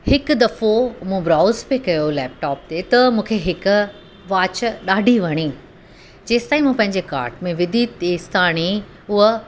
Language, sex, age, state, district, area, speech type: Sindhi, female, 45-60, Uttar Pradesh, Lucknow, rural, spontaneous